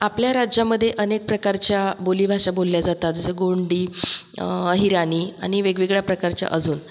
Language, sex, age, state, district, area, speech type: Marathi, female, 45-60, Maharashtra, Buldhana, rural, spontaneous